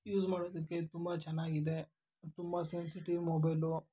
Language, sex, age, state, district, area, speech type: Kannada, male, 45-60, Karnataka, Kolar, rural, spontaneous